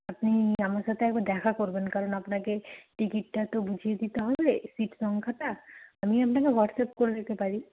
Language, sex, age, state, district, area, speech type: Bengali, female, 18-30, West Bengal, Nadia, rural, conversation